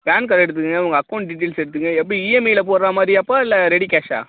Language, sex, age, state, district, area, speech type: Tamil, male, 30-45, Tamil Nadu, Tiruchirappalli, rural, conversation